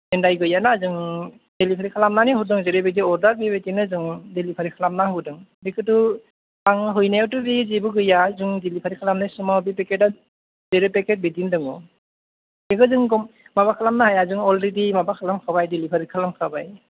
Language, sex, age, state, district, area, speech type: Bodo, male, 30-45, Assam, Kokrajhar, urban, conversation